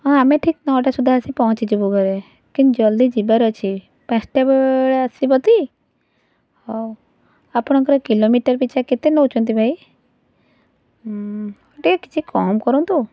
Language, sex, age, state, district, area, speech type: Odia, female, 30-45, Odisha, Cuttack, urban, spontaneous